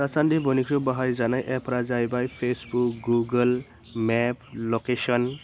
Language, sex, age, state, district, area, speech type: Bodo, male, 18-30, Assam, Baksa, rural, spontaneous